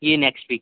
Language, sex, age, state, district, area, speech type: Urdu, male, 30-45, Delhi, Central Delhi, urban, conversation